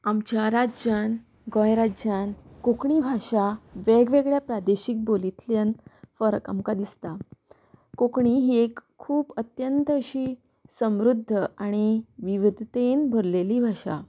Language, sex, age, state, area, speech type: Goan Konkani, female, 30-45, Goa, rural, spontaneous